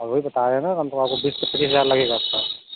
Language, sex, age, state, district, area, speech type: Hindi, male, 45-60, Uttar Pradesh, Mirzapur, rural, conversation